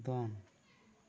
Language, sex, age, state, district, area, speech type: Santali, male, 18-30, West Bengal, Bankura, rural, read